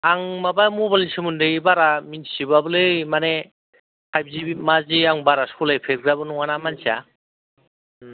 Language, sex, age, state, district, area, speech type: Bodo, male, 45-60, Assam, Chirang, rural, conversation